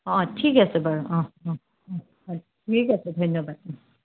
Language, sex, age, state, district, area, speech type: Assamese, female, 30-45, Assam, Dibrugarh, urban, conversation